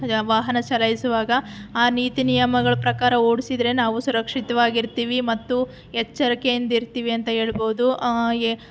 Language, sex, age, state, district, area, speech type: Kannada, female, 18-30, Karnataka, Chitradurga, urban, spontaneous